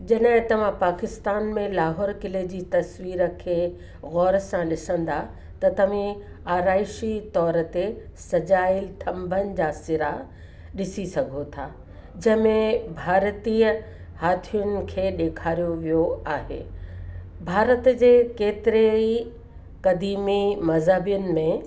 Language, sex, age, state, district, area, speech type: Sindhi, female, 60+, Uttar Pradesh, Lucknow, urban, read